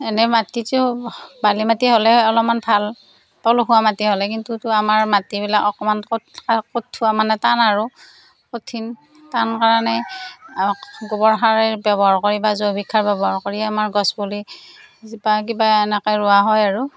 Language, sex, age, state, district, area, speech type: Assamese, female, 45-60, Assam, Darrang, rural, spontaneous